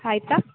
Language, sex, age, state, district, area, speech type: Kannada, female, 18-30, Karnataka, Gulbarga, urban, conversation